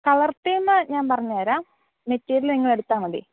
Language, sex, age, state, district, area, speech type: Malayalam, female, 18-30, Kerala, Wayanad, rural, conversation